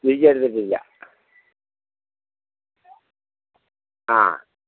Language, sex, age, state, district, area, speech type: Malayalam, male, 60+, Kerala, Pathanamthitta, rural, conversation